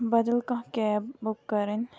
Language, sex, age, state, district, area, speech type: Kashmiri, female, 18-30, Jammu and Kashmir, Kupwara, rural, spontaneous